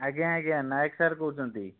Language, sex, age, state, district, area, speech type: Odia, male, 30-45, Odisha, Bhadrak, rural, conversation